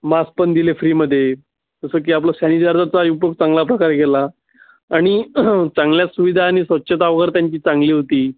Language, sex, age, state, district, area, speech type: Marathi, male, 30-45, Maharashtra, Amravati, rural, conversation